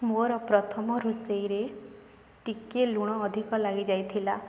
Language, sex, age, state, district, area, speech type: Odia, female, 18-30, Odisha, Balangir, urban, spontaneous